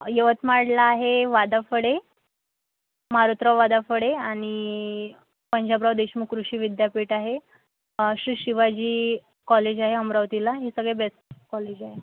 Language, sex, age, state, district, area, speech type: Marathi, male, 45-60, Maharashtra, Yavatmal, rural, conversation